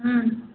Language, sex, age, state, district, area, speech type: Maithili, male, 45-60, Bihar, Sitamarhi, urban, conversation